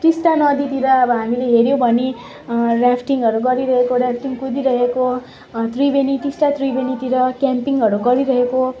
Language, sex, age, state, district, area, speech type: Nepali, female, 18-30, West Bengal, Darjeeling, rural, spontaneous